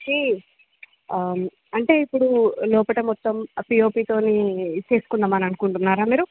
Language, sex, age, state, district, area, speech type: Telugu, female, 30-45, Andhra Pradesh, Srikakulam, urban, conversation